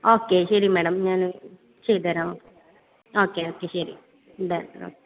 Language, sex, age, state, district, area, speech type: Malayalam, female, 18-30, Kerala, Kasaragod, rural, conversation